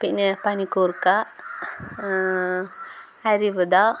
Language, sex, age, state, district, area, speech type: Malayalam, female, 18-30, Kerala, Kottayam, rural, spontaneous